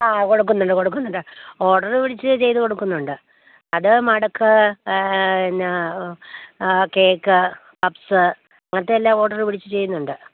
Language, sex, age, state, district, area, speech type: Malayalam, female, 45-60, Kerala, Idukki, rural, conversation